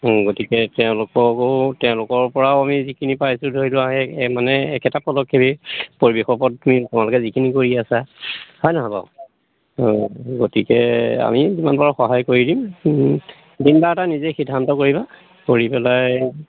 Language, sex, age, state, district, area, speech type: Assamese, male, 45-60, Assam, Majuli, rural, conversation